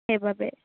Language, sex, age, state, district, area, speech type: Assamese, female, 18-30, Assam, Nagaon, rural, conversation